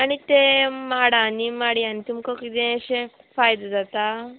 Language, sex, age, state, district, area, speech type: Goan Konkani, female, 45-60, Goa, Quepem, rural, conversation